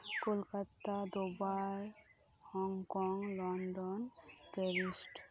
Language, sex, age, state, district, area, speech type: Santali, female, 18-30, West Bengal, Birbhum, rural, spontaneous